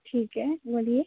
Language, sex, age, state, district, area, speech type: Hindi, female, 18-30, Madhya Pradesh, Harda, urban, conversation